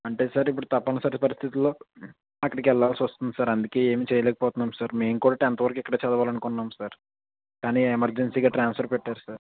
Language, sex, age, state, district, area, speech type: Telugu, male, 18-30, Andhra Pradesh, Konaseema, rural, conversation